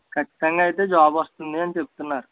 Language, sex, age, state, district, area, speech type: Telugu, male, 30-45, Andhra Pradesh, East Godavari, rural, conversation